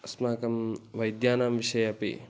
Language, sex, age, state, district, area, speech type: Sanskrit, male, 18-30, Kerala, Kasaragod, rural, spontaneous